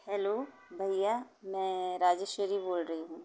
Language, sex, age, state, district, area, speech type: Hindi, female, 30-45, Madhya Pradesh, Chhindwara, urban, spontaneous